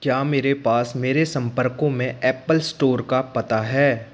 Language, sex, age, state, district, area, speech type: Hindi, male, 18-30, Madhya Pradesh, Jabalpur, urban, read